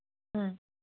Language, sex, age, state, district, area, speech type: Manipuri, female, 30-45, Manipur, Kangpokpi, urban, conversation